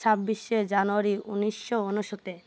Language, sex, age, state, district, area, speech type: Odia, female, 30-45, Odisha, Malkangiri, urban, spontaneous